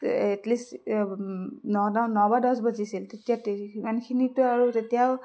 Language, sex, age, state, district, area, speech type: Assamese, female, 30-45, Assam, Udalguri, urban, spontaneous